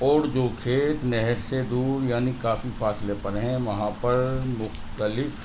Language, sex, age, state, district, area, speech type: Urdu, male, 45-60, Delhi, North East Delhi, urban, spontaneous